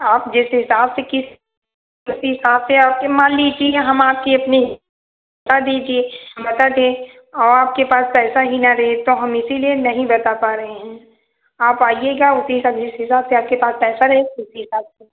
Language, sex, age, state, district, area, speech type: Hindi, female, 45-60, Uttar Pradesh, Ayodhya, rural, conversation